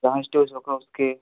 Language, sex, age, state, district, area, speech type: Hindi, male, 30-45, Uttar Pradesh, Jaunpur, rural, conversation